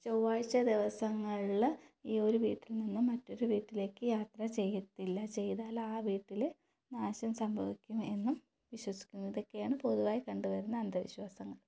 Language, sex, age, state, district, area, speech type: Malayalam, female, 30-45, Kerala, Thiruvananthapuram, rural, spontaneous